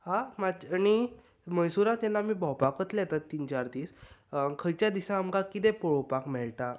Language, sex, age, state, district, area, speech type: Goan Konkani, male, 18-30, Goa, Bardez, urban, spontaneous